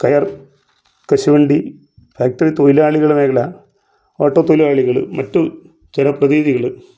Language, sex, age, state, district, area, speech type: Malayalam, male, 45-60, Kerala, Kasaragod, rural, spontaneous